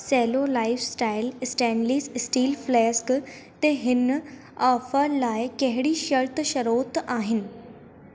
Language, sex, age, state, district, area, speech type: Sindhi, female, 18-30, Madhya Pradesh, Katni, urban, read